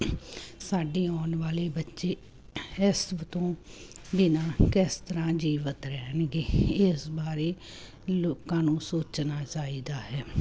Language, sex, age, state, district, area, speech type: Punjabi, female, 30-45, Punjab, Muktsar, urban, spontaneous